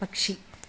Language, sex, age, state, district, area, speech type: Malayalam, female, 30-45, Kerala, Kasaragod, rural, read